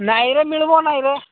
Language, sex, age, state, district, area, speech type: Odia, male, 45-60, Odisha, Nabarangpur, rural, conversation